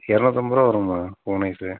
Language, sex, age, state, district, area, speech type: Tamil, male, 45-60, Tamil Nadu, Virudhunagar, rural, conversation